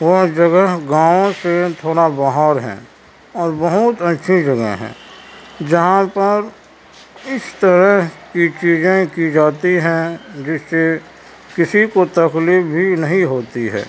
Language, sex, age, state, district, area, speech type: Urdu, male, 30-45, Uttar Pradesh, Gautam Buddha Nagar, rural, spontaneous